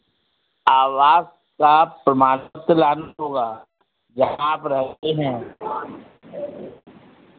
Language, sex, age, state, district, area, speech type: Hindi, male, 60+, Uttar Pradesh, Sitapur, rural, conversation